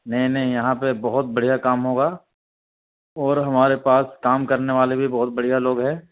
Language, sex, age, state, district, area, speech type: Urdu, male, 30-45, Uttar Pradesh, Gautam Buddha Nagar, urban, conversation